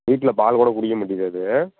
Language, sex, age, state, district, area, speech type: Tamil, male, 30-45, Tamil Nadu, Thanjavur, rural, conversation